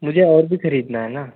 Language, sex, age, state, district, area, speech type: Hindi, male, 18-30, Madhya Pradesh, Betul, rural, conversation